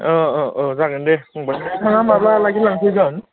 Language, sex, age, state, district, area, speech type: Bodo, male, 30-45, Assam, Baksa, urban, conversation